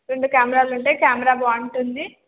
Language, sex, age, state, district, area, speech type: Telugu, female, 18-30, Telangana, Hyderabad, urban, conversation